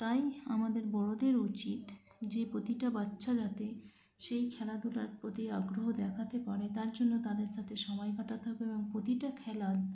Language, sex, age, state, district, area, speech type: Bengali, female, 30-45, West Bengal, North 24 Parganas, urban, spontaneous